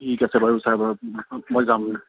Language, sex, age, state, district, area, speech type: Assamese, male, 18-30, Assam, Sivasagar, rural, conversation